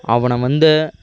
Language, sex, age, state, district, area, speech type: Tamil, male, 18-30, Tamil Nadu, Kallakurichi, urban, spontaneous